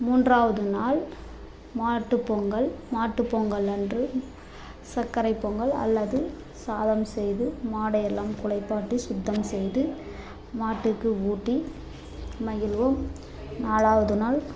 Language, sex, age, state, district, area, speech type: Tamil, female, 30-45, Tamil Nadu, Dharmapuri, rural, spontaneous